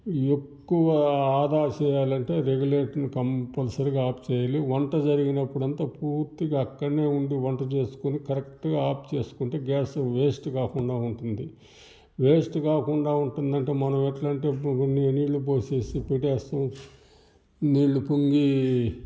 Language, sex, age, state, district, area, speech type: Telugu, male, 60+, Andhra Pradesh, Sri Balaji, urban, spontaneous